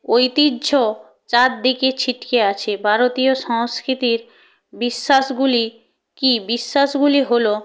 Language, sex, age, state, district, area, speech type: Bengali, female, 18-30, West Bengal, Purba Medinipur, rural, spontaneous